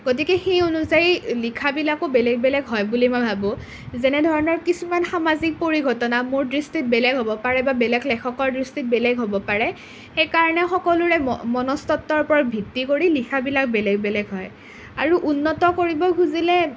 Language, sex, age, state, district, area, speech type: Assamese, other, 18-30, Assam, Nalbari, rural, spontaneous